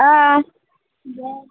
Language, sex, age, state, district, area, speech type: Goan Konkani, female, 30-45, Goa, Murmgao, rural, conversation